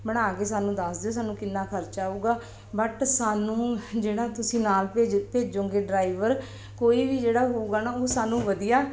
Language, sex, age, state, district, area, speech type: Punjabi, female, 30-45, Punjab, Bathinda, urban, spontaneous